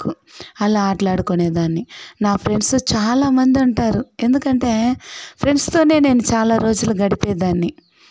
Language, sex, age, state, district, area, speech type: Telugu, female, 45-60, Andhra Pradesh, Sri Balaji, rural, spontaneous